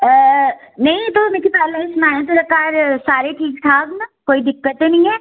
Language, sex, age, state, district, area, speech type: Dogri, female, 18-30, Jammu and Kashmir, Udhampur, rural, conversation